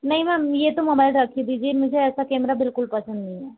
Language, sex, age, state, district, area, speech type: Hindi, female, 60+, Madhya Pradesh, Balaghat, rural, conversation